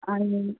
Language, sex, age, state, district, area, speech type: Marathi, female, 30-45, Maharashtra, Osmanabad, rural, conversation